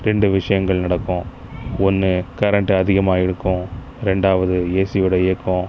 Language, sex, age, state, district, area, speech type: Tamil, male, 30-45, Tamil Nadu, Pudukkottai, rural, spontaneous